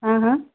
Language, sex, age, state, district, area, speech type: Hindi, female, 18-30, Madhya Pradesh, Gwalior, rural, conversation